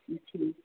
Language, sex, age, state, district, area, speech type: Punjabi, female, 30-45, Punjab, Shaheed Bhagat Singh Nagar, rural, conversation